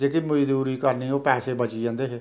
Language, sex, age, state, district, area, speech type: Dogri, male, 60+, Jammu and Kashmir, Reasi, rural, spontaneous